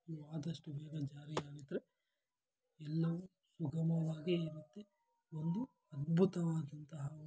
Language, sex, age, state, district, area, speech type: Kannada, male, 45-60, Karnataka, Kolar, rural, spontaneous